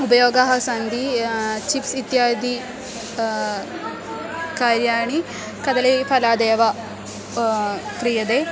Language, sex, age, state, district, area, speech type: Sanskrit, female, 18-30, Kerala, Thrissur, rural, spontaneous